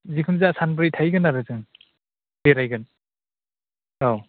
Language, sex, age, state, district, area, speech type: Bodo, male, 30-45, Assam, Chirang, urban, conversation